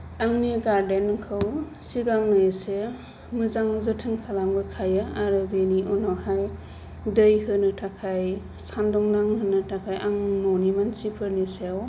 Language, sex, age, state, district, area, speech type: Bodo, female, 30-45, Assam, Kokrajhar, rural, spontaneous